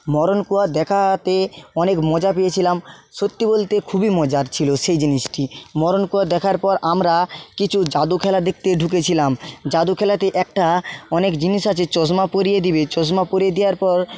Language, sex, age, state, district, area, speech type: Bengali, male, 30-45, West Bengal, Jhargram, rural, spontaneous